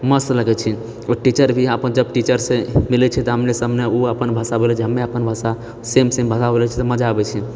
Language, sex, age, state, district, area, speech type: Maithili, male, 30-45, Bihar, Purnia, rural, spontaneous